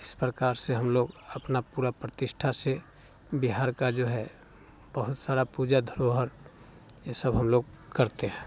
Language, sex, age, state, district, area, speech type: Hindi, male, 30-45, Bihar, Muzaffarpur, rural, spontaneous